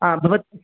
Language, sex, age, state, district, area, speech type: Sanskrit, male, 18-30, Andhra Pradesh, Chittoor, rural, conversation